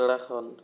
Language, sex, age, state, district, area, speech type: Assamese, male, 30-45, Assam, Sonitpur, rural, spontaneous